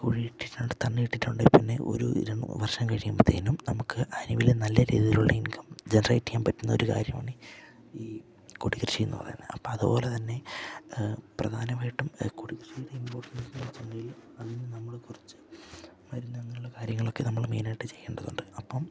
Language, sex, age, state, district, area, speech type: Malayalam, male, 18-30, Kerala, Idukki, rural, spontaneous